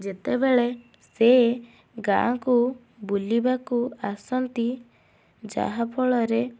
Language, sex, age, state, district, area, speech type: Odia, female, 18-30, Odisha, Cuttack, urban, spontaneous